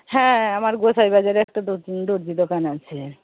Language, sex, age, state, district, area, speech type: Bengali, female, 60+, West Bengal, Paschim Medinipur, rural, conversation